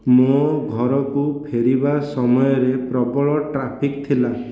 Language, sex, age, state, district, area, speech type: Odia, male, 18-30, Odisha, Khordha, rural, read